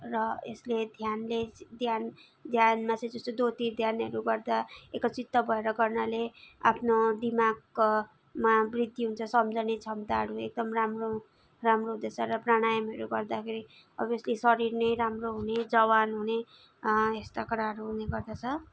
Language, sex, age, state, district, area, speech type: Nepali, female, 18-30, West Bengal, Darjeeling, rural, spontaneous